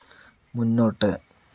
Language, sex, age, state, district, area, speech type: Malayalam, male, 45-60, Kerala, Palakkad, rural, read